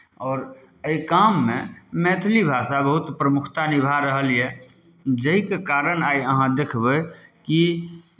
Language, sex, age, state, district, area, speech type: Maithili, male, 30-45, Bihar, Samastipur, urban, spontaneous